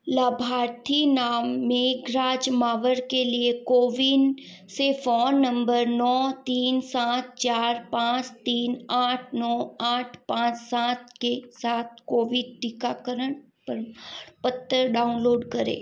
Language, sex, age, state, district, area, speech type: Hindi, female, 45-60, Rajasthan, Jodhpur, urban, read